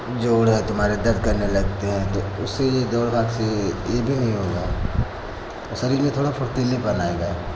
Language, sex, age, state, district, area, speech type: Hindi, male, 45-60, Uttar Pradesh, Lucknow, rural, spontaneous